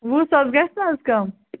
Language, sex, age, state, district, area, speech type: Kashmiri, other, 30-45, Jammu and Kashmir, Budgam, rural, conversation